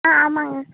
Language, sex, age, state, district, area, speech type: Tamil, female, 18-30, Tamil Nadu, Kallakurichi, rural, conversation